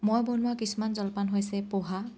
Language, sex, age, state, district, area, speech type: Assamese, female, 30-45, Assam, Morigaon, rural, spontaneous